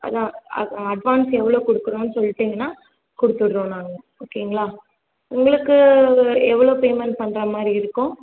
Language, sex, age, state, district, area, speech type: Tamil, female, 18-30, Tamil Nadu, Tiruvallur, urban, conversation